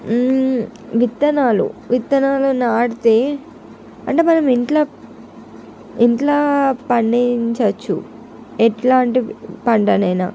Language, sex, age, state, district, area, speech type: Telugu, female, 45-60, Andhra Pradesh, Visakhapatnam, urban, spontaneous